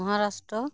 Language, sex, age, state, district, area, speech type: Santali, female, 45-60, West Bengal, Bankura, rural, spontaneous